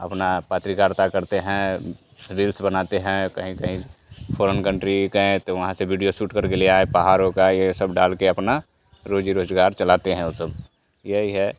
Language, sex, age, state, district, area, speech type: Hindi, male, 30-45, Bihar, Vaishali, urban, spontaneous